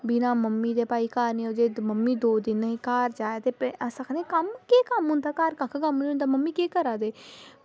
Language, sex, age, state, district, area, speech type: Dogri, female, 18-30, Jammu and Kashmir, Samba, rural, spontaneous